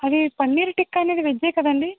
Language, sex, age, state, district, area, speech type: Telugu, female, 45-60, Andhra Pradesh, East Godavari, rural, conversation